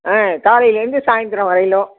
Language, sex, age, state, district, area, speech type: Tamil, female, 60+, Tamil Nadu, Thanjavur, urban, conversation